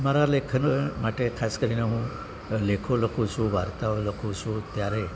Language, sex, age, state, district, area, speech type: Gujarati, male, 60+, Gujarat, Surat, urban, spontaneous